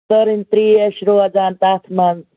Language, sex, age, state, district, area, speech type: Kashmiri, female, 45-60, Jammu and Kashmir, Ganderbal, rural, conversation